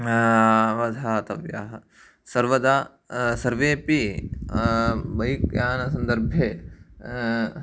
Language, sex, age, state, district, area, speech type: Sanskrit, male, 18-30, Karnataka, Uttara Kannada, rural, spontaneous